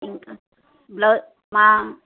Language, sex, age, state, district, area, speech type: Telugu, female, 30-45, Andhra Pradesh, Kadapa, rural, conversation